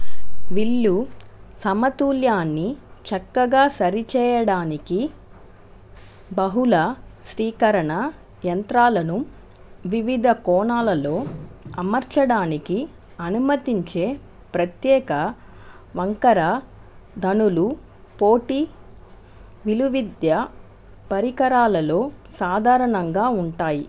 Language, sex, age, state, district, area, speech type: Telugu, female, 60+, Andhra Pradesh, Chittoor, rural, read